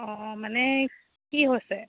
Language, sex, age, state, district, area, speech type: Assamese, female, 30-45, Assam, Jorhat, urban, conversation